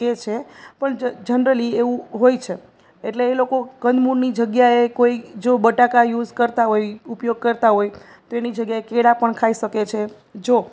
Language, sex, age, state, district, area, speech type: Gujarati, female, 30-45, Gujarat, Junagadh, urban, spontaneous